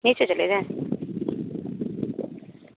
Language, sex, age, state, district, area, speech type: Hindi, female, 30-45, Bihar, Vaishali, rural, conversation